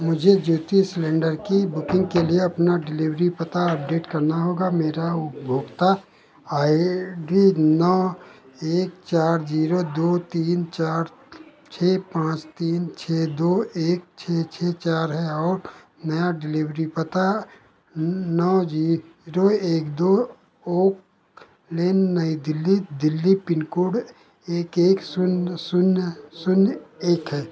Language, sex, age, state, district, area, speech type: Hindi, male, 60+, Uttar Pradesh, Ayodhya, rural, read